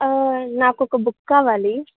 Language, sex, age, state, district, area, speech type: Telugu, female, 18-30, Telangana, Ranga Reddy, rural, conversation